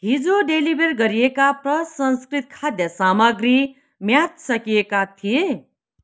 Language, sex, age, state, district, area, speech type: Nepali, female, 60+, West Bengal, Kalimpong, rural, read